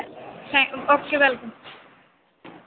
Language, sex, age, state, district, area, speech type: Punjabi, female, 18-30, Punjab, Shaheed Bhagat Singh Nagar, urban, conversation